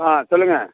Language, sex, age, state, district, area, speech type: Tamil, male, 45-60, Tamil Nadu, Perambalur, rural, conversation